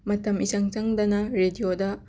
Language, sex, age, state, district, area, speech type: Manipuri, female, 18-30, Manipur, Imphal West, rural, spontaneous